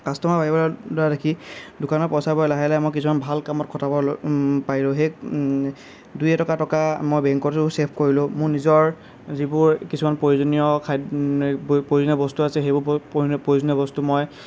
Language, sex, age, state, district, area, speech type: Assamese, male, 18-30, Assam, Lakhimpur, rural, spontaneous